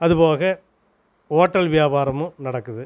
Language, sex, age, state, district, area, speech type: Tamil, male, 45-60, Tamil Nadu, Namakkal, rural, spontaneous